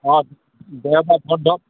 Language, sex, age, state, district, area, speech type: Assamese, male, 60+, Assam, Dhemaji, rural, conversation